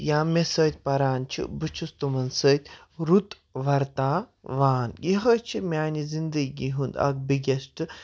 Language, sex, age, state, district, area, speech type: Kashmiri, male, 30-45, Jammu and Kashmir, Baramulla, urban, spontaneous